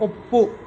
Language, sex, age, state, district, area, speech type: Kannada, male, 30-45, Karnataka, Kolar, urban, read